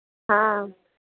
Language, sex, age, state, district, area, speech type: Hindi, female, 45-60, Bihar, Madhepura, rural, conversation